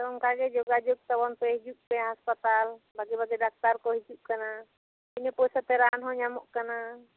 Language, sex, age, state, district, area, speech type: Santali, female, 30-45, West Bengal, Bankura, rural, conversation